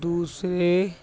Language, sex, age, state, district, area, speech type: Punjabi, male, 18-30, Punjab, Muktsar, urban, read